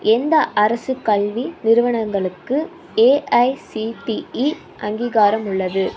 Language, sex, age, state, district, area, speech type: Tamil, female, 18-30, Tamil Nadu, Ariyalur, rural, read